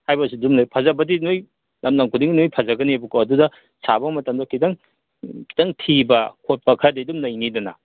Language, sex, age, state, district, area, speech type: Manipuri, male, 45-60, Manipur, Kangpokpi, urban, conversation